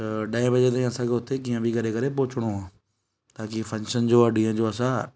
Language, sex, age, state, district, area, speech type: Sindhi, male, 30-45, Gujarat, Surat, urban, spontaneous